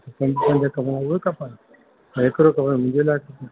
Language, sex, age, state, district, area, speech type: Sindhi, male, 60+, Uttar Pradesh, Lucknow, urban, conversation